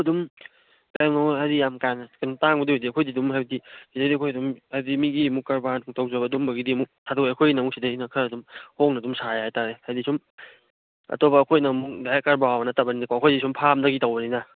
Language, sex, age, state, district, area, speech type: Manipuri, male, 18-30, Manipur, Kangpokpi, urban, conversation